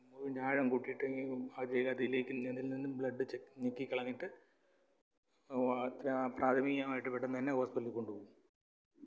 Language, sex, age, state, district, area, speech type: Malayalam, male, 45-60, Kerala, Kollam, rural, spontaneous